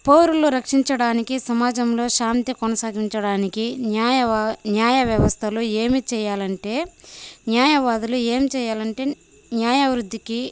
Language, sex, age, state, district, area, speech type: Telugu, female, 18-30, Andhra Pradesh, Sri Balaji, rural, spontaneous